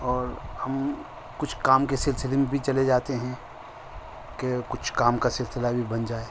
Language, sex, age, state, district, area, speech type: Urdu, male, 45-60, Delhi, Central Delhi, urban, spontaneous